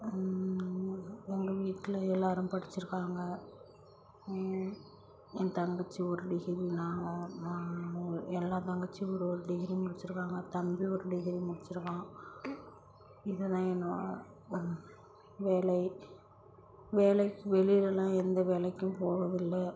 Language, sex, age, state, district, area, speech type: Tamil, female, 18-30, Tamil Nadu, Thanjavur, rural, spontaneous